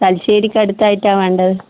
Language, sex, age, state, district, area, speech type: Malayalam, female, 30-45, Kerala, Kannur, urban, conversation